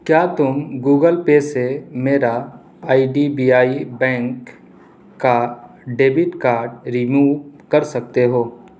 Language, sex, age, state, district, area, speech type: Urdu, male, 18-30, Delhi, South Delhi, urban, read